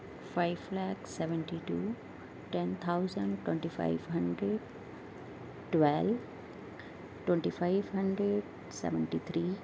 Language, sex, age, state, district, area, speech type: Urdu, female, 30-45, Delhi, Central Delhi, urban, spontaneous